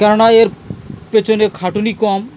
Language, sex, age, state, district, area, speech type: Bengali, male, 60+, West Bengal, Dakshin Dinajpur, urban, spontaneous